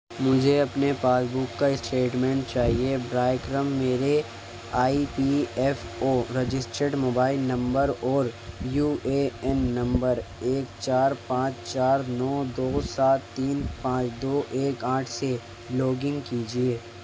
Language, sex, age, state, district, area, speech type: Urdu, male, 18-30, Delhi, East Delhi, urban, read